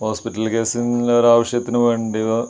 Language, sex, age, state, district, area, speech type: Malayalam, male, 30-45, Kerala, Malappuram, rural, spontaneous